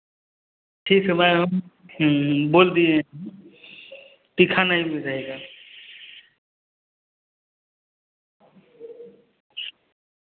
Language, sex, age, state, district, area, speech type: Hindi, male, 30-45, Uttar Pradesh, Varanasi, urban, conversation